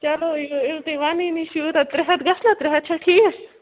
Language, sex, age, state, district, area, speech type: Kashmiri, female, 30-45, Jammu and Kashmir, Bandipora, rural, conversation